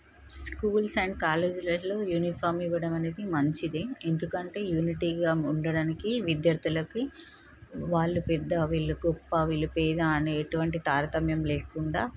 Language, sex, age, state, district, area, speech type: Telugu, female, 30-45, Telangana, Peddapalli, rural, spontaneous